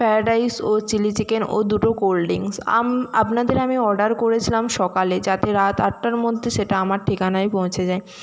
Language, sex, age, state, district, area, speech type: Bengali, female, 60+, West Bengal, Jhargram, rural, spontaneous